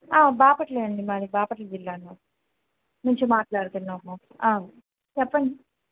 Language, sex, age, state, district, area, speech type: Telugu, female, 18-30, Andhra Pradesh, Bapatla, urban, conversation